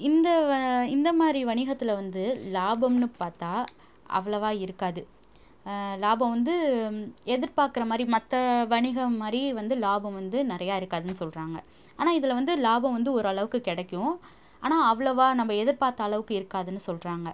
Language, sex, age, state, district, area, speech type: Tamil, female, 18-30, Tamil Nadu, Tiruchirappalli, rural, spontaneous